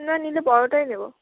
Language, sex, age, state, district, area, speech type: Bengali, female, 18-30, West Bengal, Bankura, rural, conversation